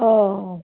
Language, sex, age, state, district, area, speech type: Assamese, female, 60+, Assam, Goalpara, urban, conversation